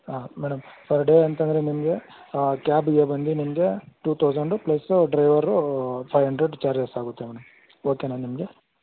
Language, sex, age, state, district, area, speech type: Kannada, male, 18-30, Karnataka, Tumkur, urban, conversation